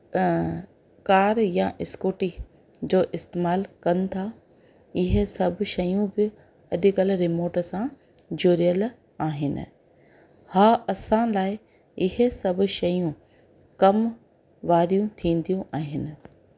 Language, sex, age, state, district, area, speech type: Sindhi, female, 45-60, Rajasthan, Ajmer, urban, spontaneous